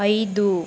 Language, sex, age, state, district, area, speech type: Kannada, female, 18-30, Karnataka, Chamarajanagar, rural, read